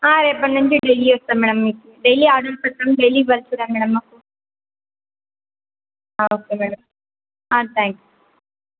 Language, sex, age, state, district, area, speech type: Telugu, female, 18-30, Andhra Pradesh, Anantapur, urban, conversation